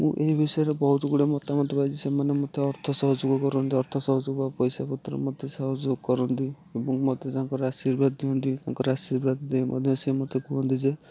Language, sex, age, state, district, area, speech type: Odia, male, 18-30, Odisha, Nayagarh, rural, spontaneous